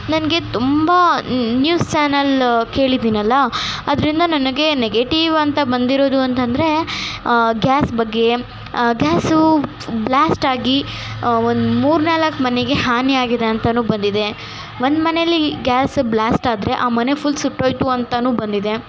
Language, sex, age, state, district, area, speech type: Kannada, other, 18-30, Karnataka, Bangalore Urban, urban, spontaneous